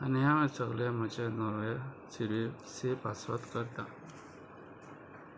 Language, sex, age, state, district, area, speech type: Goan Konkani, male, 30-45, Goa, Murmgao, rural, spontaneous